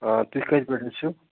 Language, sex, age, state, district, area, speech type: Kashmiri, male, 45-60, Jammu and Kashmir, Ganderbal, rural, conversation